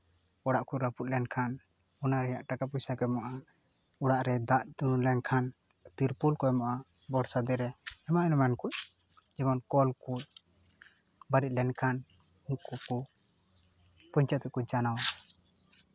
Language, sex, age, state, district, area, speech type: Santali, male, 18-30, West Bengal, Purba Bardhaman, rural, spontaneous